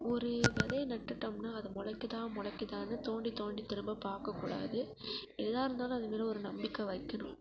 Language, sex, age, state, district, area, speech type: Tamil, female, 18-30, Tamil Nadu, Perambalur, rural, spontaneous